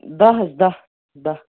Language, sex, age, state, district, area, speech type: Kashmiri, male, 18-30, Jammu and Kashmir, Baramulla, rural, conversation